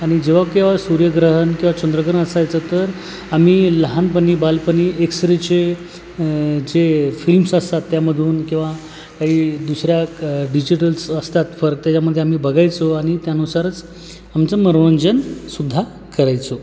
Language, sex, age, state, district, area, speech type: Marathi, male, 30-45, Maharashtra, Buldhana, urban, spontaneous